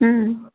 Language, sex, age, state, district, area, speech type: Tamil, female, 30-45, Tamil Nadu, Coimbatore, rural, conversation